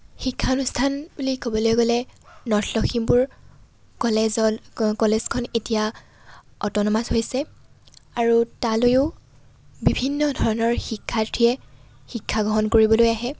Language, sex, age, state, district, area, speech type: Assamese, female, 18-30, Assam, Lakhimpur, urban, spontaneous